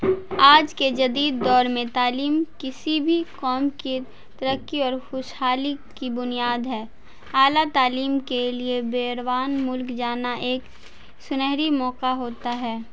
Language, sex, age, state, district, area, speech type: Urdu, female, 18-30, Bihar, Madhubani, urban, spontaneous